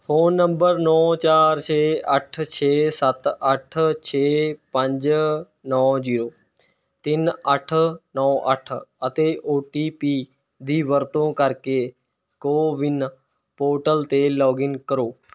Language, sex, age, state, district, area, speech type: Punjabi, male, 18-30, Punjab, Mohali, rural, read